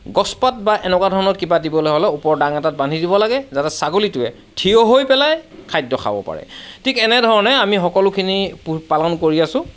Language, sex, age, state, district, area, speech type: Assamese, male, 45-60, Assam, Sivasagar, rural, spontaneous